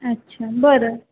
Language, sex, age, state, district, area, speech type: Marathi, female, 30-45, Maharashtra, Nagpur, urban, conversation